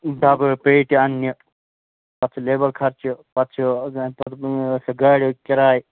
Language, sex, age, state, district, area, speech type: Kashmiri, male, 30-45, Jammu and Kashmir, Ganderbal, rural, conversation